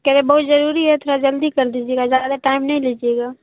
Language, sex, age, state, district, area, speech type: Urdu, female, 30-45, Bihar, Khagaria, rural, conversation